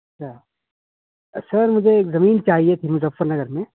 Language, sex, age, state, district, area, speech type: Urdu, male, 30-45, Uttar Pradesh, Muzaffarnagar, urban, conversation